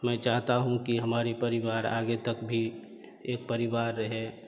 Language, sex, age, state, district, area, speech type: Hindi, male, 30-45, Bihar, Darbhanga, rural, spontaneous